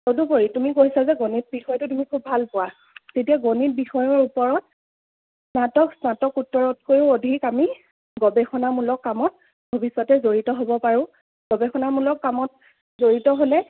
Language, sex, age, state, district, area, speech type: Assamese, female, 30-45, Assam, Lakhimpur, rural, conversation